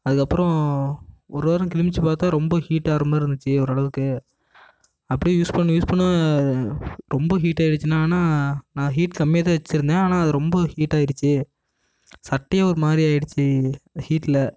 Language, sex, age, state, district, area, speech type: Tamil, male, 18-30, Tamil Nadu, Namakkal, rural, spontaneous